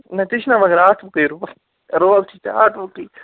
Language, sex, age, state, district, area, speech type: Kashmiri, male, 18-30, Jammu and Kashmir, Baramulla, rural, conversation